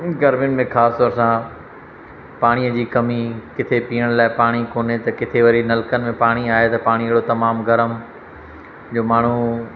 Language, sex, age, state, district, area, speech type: Sindhi, male, 45-60, Madhya Pradesh, Katni, rural, spontaneous